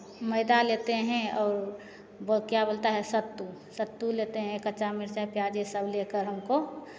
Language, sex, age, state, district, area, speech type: Hindi, female, 45-60, Bihar, Begusarai, urban, spontaneous